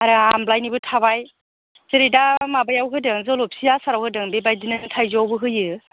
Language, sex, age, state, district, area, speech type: Bodo, female, 45-60, Assam, Chirang, rural, conversation